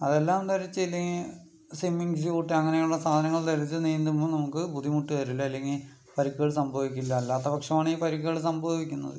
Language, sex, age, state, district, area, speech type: Malayalam, male, 18-30, Kerala, Palakkad, rural, spontaneous